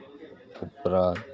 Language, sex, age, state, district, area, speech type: Kannada, male, 30-45, Karnataka, Vijayanagara, rural, spontaneous